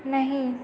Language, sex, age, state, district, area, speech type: Hindi, female, 18-30, Bihar, Begusarai, rural, read